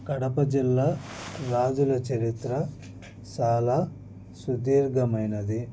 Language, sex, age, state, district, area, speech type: Telugu, male, 30-45, Andhra Pradesh, Annamaya, rural, spontaneous